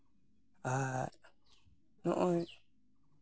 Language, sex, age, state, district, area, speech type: Santali, male, 45-60, West Bengal, Malda, rural, spontaneous